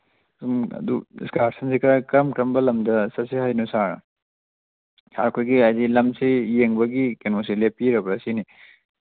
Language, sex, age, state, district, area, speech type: Manipuri, male, 30-45, Manipur, Churachandpur, rural, conversation